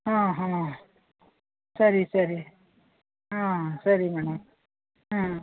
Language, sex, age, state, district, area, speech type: Kannada, female, 60+, Karnataka, Mandya, rural, conversation